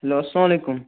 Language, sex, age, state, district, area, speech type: Kashmiri, male, 18-30, Jammu and Kashmir, Baramulla, rural, conversation